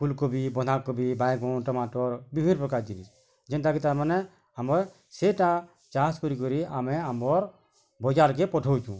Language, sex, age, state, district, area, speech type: Odia, male, 45-60, Odisha, Bargarh, urban, spontaneous